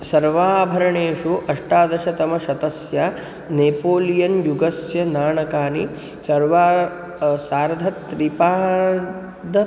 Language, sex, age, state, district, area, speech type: Sanskrit, male, 18-30, Maharashtra, Nagpur, urban, spontaneous